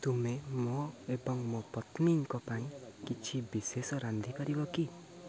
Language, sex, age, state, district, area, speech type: Odia, male, 18-30, Odisha, Jagatsinghpur, rural, read